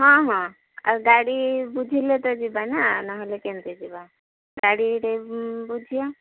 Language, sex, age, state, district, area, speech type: Odia, female, 45-60, Odisha, Gajapati, rural, conversation